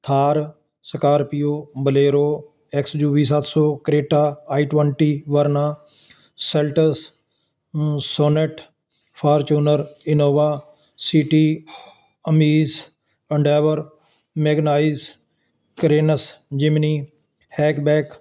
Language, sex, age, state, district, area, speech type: Punjabi, male, 60+, Punjab, Ludhiana, urban, spontaneous